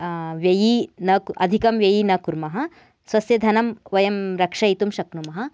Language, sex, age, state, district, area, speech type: Sanskrit, female, 18-30, Karnataka, Gadag, urban, spontaneous